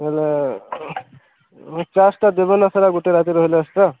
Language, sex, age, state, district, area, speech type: Odia, male, 30-45, Odisha, Sambalpur, rural, conversation